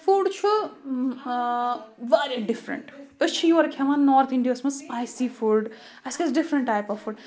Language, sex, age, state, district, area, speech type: Kashmiri, female, 45-60, Jammu and Kashmir, Ganderbal, rural, spontaneous